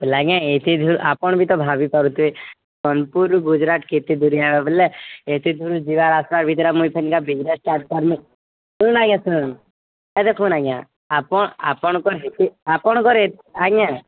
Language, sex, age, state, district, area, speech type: Odia, male, 18-30, Odisha, Subarnapur, urban, conversation